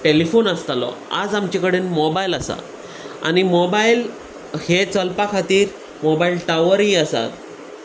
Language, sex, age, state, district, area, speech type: Goan Konkani, male, 30-45, Goa, Salcete, urban, spontaneous